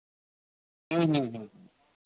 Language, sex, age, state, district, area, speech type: Santali, male, 30-45, Jharkhand, East Singhbhum, rural, conversation